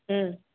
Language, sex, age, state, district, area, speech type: Tamil, female, 45-60, Tamil Nadu, Nagapattinam, urban, conversation